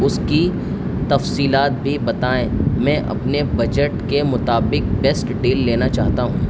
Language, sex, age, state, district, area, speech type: Urdu, male, 18-30, Delhi, New Delhi, urban, spontaneous